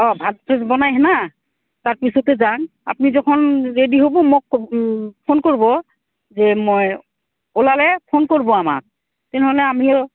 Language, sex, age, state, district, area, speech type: Assamese, female, 45-60, Assam, Goalpara, rural, conversation